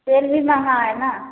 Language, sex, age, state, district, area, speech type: Hindi, female, 30-45, Uttar Pradesh, Prayagraj, rural, conversation